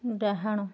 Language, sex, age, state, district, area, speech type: Odia, female, 30-45, Odisha, Jagatsinghpur, urban, read